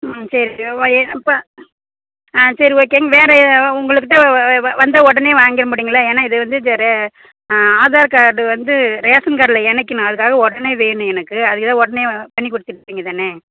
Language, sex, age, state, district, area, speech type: Tamil, female, 30-45, Tamil Nadu, Namakkal, rural, conversation